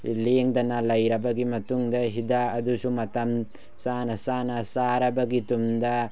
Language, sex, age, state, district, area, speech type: Manipuri, male, 18-30, Manipur, Tengnoupal, rural, spontaneous